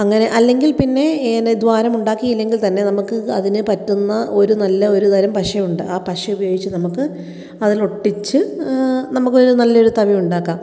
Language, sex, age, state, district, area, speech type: Malayalam, female, 30-45, Kerala, Kottayam, rural, spontaneous